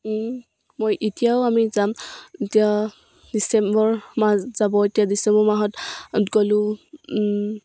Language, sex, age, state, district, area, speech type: Assamese, female, 18-30, Assam, Dibrugarh, rural, spontaneous